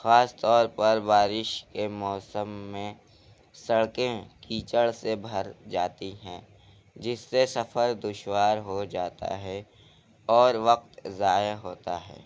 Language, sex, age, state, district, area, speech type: Urdu, male, 18-30, Delhi, North East Delhi, rural, spontaneous